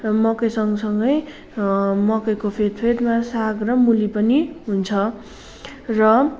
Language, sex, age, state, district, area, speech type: Nepali, female, 18-30, West Bengal, Kalimpong, rural, spontaneous